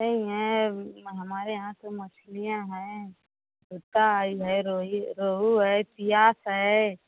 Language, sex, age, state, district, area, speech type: Hindi, female, 30-45, Uttar Pradesh, Mau, rural, conversation